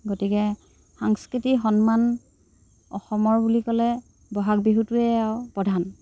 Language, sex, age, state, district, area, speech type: Assamese, female, 60+, Assam, Dhemaji, rural, spontaneous